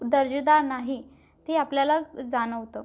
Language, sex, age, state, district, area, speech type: Marathi, female, 18-30, Maharashtra, Amravati, rural, spontaneous